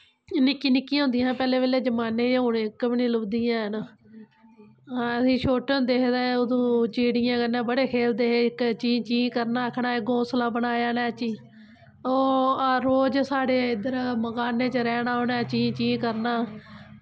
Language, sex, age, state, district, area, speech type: Dogri, female, 30-45, Jammu and Kashmir, Kathua, rural, spontaneous